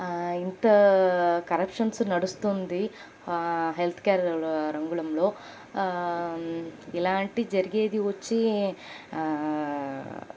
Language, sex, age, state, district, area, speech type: Telugu, female, 18-30, Andhra Pradesh, Sri Balaji, rural, spontaneous